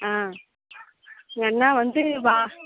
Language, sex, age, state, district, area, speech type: Tamil, female, 18-30, Tamil Nadu, Thoothukudi, urban, conversation